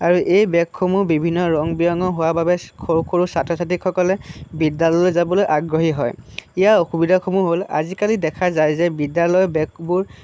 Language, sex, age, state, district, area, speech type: Assamese, male, 18-30, Assam, Sonitpur, rural, spontaneous